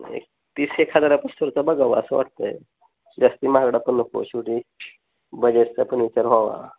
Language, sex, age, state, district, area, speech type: Marathi, male, 30-45, Maharashtra, Osmanabad, rural, conversation